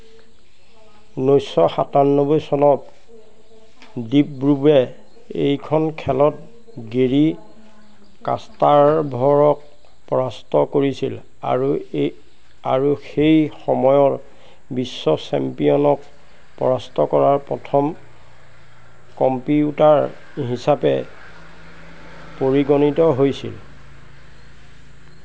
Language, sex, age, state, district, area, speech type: Assamese, male, 30-45, Assam, Majuli, urban, read